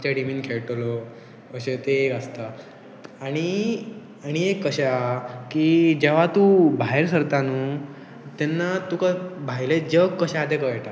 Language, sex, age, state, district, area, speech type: Goan Konkani, male, 18-30, Goa, Pernem, rural, spontaneous